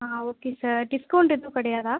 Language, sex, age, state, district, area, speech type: Tamil, female, 18-30, Tamil Nadu, Pudukkottai, rural, conversation